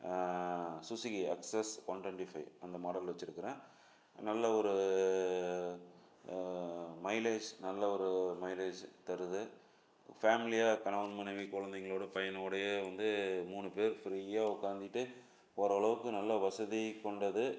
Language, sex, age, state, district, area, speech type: Tamil, male, 45-60, Tamil Nadu, Salem, urban, spontaneous